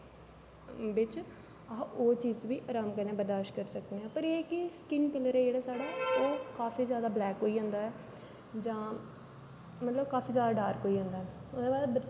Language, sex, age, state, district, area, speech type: Dogri, female, 18-30, Jammu and Kashmir, Jammu, urban, spontaneous